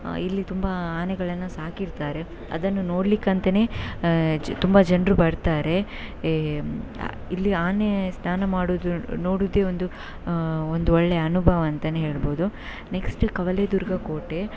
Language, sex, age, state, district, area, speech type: Kannada, female, 18-30, Karnataka, Shimoga, rural, spontaneous